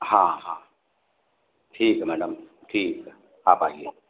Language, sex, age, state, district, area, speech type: Hindi, male, 60+, Uttar Pradesh, Azamgarh, urban, conversation